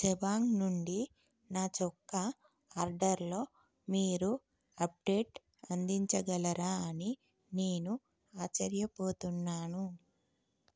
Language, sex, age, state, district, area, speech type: Telugu, female, 30-45, Telangana, Karimnagar, urban, read